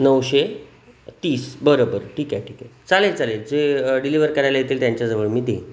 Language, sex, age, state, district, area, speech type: Marathi, male, 30-45, Maharashtra, Sindhudurg, rural, spontaneous